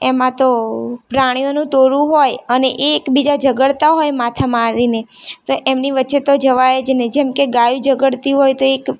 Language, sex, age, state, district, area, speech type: Gujarati, female, 18-30, Gujarat, Ahmedabad, urban, spontaneous